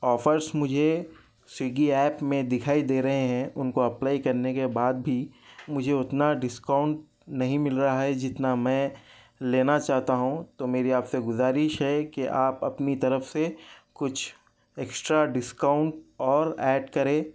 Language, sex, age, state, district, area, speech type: Urdu, male, 30-45, Telangana, Hyderabad, urban, spontaneous